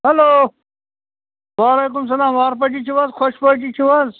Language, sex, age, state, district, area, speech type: Kashmiri, male, 30-45, Jammu and Kashmir, Srinagar, urban, conversation